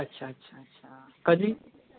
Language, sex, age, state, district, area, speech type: Marathi, male, 30-45, Maharashtra, Nagpur, urban, conversation